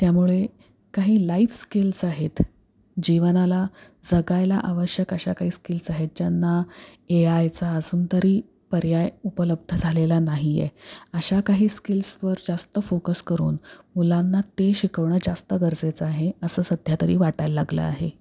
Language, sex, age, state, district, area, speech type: Marathi, female, 30-45, Maharashtra, Pune, urban, spontaneous